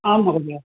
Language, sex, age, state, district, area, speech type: Sanskrit, male, 60+, Tamil Nadu, Coimbatore, urban, conversation